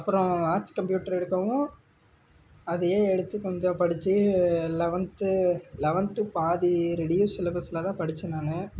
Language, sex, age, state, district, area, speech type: Tamil, male, 18-30, Tamil Nadu, Namakkal, rural, spontaneous